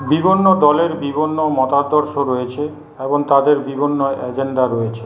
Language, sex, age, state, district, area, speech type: Bengali, male, 45-60, West Bengal, Paschim Bardhaman, urban, spontaneous